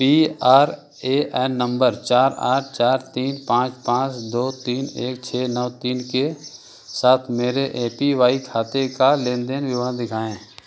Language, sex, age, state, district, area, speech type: Hindi, male, 30-45, Uttar Pradesh, Chandauli, urban, read